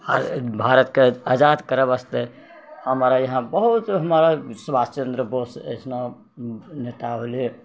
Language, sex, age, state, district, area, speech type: Maithili, male, 60+, Bihar, Purnia, urban, spontaneous